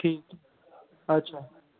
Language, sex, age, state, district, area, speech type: Dogri, male, 18-30, Jammu and Kashmir, Reasi, urban, conversation